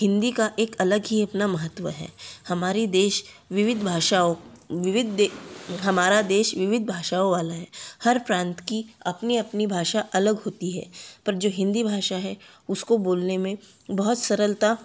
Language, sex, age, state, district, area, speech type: Hindi, female, 30-45, Madhya Pradesh, Betul, urban, spontaneous